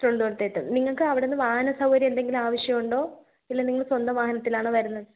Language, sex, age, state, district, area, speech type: Malayalam, female, 30-45, Kerala, Thiruvananthapuram, rural, conversation